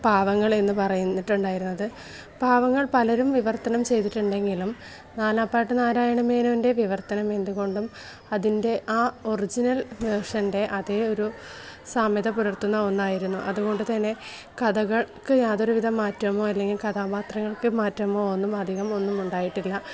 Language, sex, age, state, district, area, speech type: Malayalam, female, 18-30, Kerala, Malappuram, rural, spontaneous